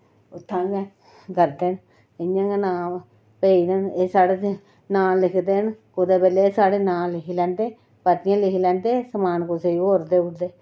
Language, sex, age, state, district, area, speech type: Dogri, female, 30-45, Jammu and Kashmir, Reasi, rural, spontaneous